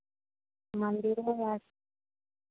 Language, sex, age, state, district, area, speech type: Maithili, female, 60+, Bihar, Araria, rural, conversation